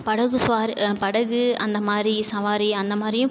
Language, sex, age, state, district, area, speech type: Tamil, male, 30-45, Tamil Nadu, Cuddalore, rural, spontaneous